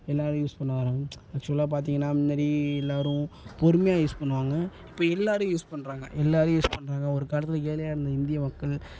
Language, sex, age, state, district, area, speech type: Tamil, male, 18-30, Tamil Nadu, Thanjavur, urban, spontaneous